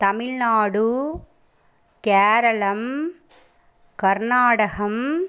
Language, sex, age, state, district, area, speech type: Tamil, female, 30-45, Tamil Nadu, Pudukkottai, rural, spontaneous